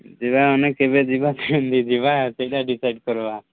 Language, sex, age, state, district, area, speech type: Odia, male, 30-45, Odisha, Koraput, urban, conversation